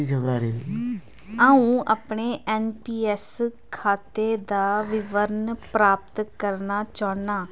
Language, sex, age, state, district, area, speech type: Dogri, female, 18-30, Jammu and Kashmir, Kathua, rural, read